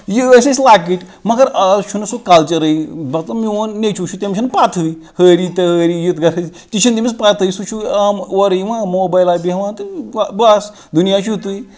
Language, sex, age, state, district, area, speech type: Kashmiri, male, 30-45, Jammu and Kashmir, Srinagar, rural, spontaneous